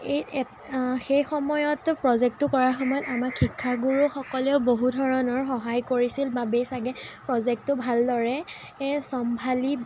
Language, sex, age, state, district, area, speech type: Assamese, female, 18-30, Assam, Sonitpur, rural, spontaneous